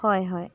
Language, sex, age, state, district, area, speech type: Assamese, female, 30-45, Assam, Dibrugarh, rural, spontaneous